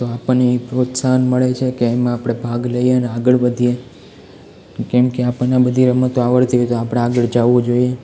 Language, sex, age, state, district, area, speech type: Gujarati, male, 18-30, Gujarat, Amreli, rural, spontaneous